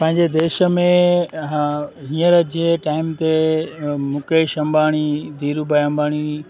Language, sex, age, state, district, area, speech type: Sindhi, male, 30-45, Gujarat, Junagadh, rural, spontaneous